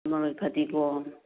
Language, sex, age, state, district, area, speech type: Manipuri, female, 45-60, Manipur, Kakching, rural, conversation